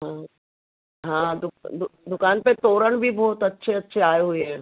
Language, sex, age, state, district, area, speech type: Hindi, female, 60+, Madhya Pradesh, Ujjain, urban, conversation